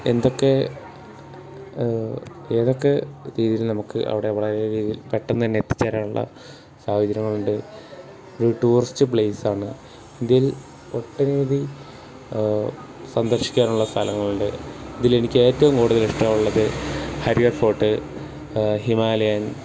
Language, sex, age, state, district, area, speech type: Malayalam, male, 18-30, Kerala, Wayanad, rural, spontaneous